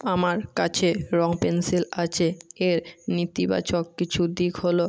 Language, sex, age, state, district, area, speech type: Bengali, male, 18-30, West Bengal, Jhargram, rural, spontaneous